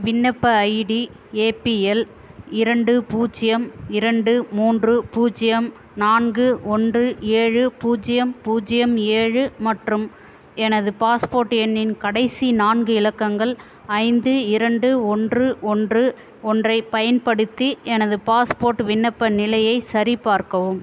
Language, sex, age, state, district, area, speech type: Tamil, female, 30-45, Tamil Nadu, Ranipet, urban, read